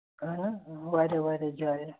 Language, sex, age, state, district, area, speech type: Kashmiri, male, 18-30, Jammu and Kashmir, Ganderbal, rural, conversation